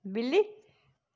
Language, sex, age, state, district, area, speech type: Dogri, female, 60+, Jammu and Kashmir, Reasi, rural, read